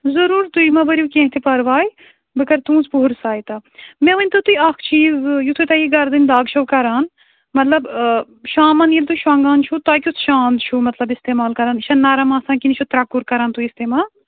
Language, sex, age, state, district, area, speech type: Kashmiri, female, 30-45, Jammu and Kashmir, Srinagar, urban, conversation